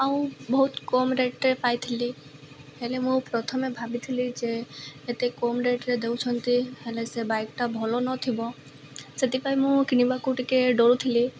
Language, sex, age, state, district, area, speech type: Odia, female, 18-30, Odisha, Malkangiri, urban, spontaneous